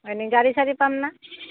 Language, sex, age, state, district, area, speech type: Assamese, female, 45-60, Assam, Barpeta, rural, conversation